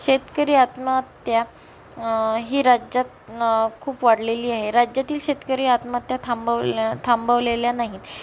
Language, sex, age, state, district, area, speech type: Marathi, female, 18-30, Maharashtra, Amravati, rural, spontaneous